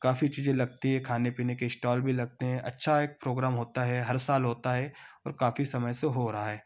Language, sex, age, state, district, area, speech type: Hindi, male, 30-45, Madhya Pradesh, Ujjain, urban, spontaneous